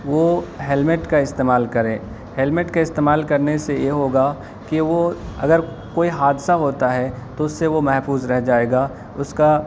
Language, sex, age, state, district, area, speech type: Urdu, male, 18-30, Delhi, East Delhi, urban, spontaneous